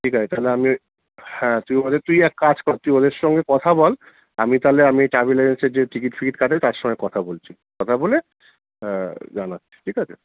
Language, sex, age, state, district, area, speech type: Bengali, male, 30-45, West Bengal, Kolkata, urban, conversation